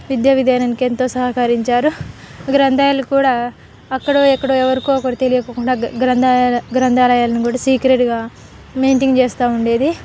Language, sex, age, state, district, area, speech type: Telugu, female, 18-30, Telangana, Khammam, urban, spontaneous